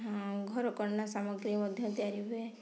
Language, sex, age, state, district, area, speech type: Odia, female, 30-45, Odisha, Mayurbhanj, rural, spontaneous